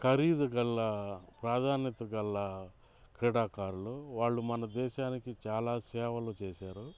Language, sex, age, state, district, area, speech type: Telugu, male, 30-45, Andhra Pradesh, Bapatla, urban, spontaneous